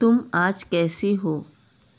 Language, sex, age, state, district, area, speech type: Hindi, female, 30-45, Madhya Pradesh, Betul, urban, read